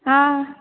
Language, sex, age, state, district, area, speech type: Tamil, female, 18-30, Tamil Nadu, Cuddalore, rural, conversation